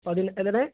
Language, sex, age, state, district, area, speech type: Malayalam, male, 18-30, Kerala, Malappuram, rural, conversation